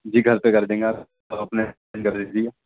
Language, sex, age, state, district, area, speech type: Urdu, male, 18-30, Delhi, East Delhi, urban, conversation